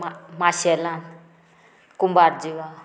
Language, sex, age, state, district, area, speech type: Goan Konkani, female, 45-60, Goa, Murmgao, rural, spontaneous